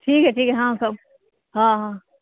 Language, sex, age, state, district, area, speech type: Urdu, female, 18-30, Bihar, Saharsa, rural, conversation